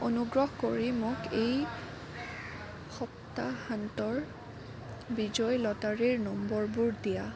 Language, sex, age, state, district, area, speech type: Assamese, female, 18-30, Assam, Kamrup Metropolitan, urban, read